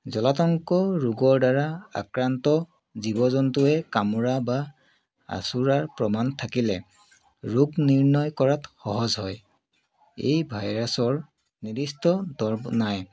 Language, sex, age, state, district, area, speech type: Assamese, male, 30-45, Assam, Biswanath, rural, spontaneous